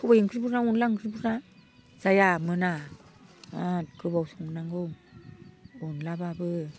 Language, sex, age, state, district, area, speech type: Bodo, female, 60+, Assam, Baksa, rural, spontaneous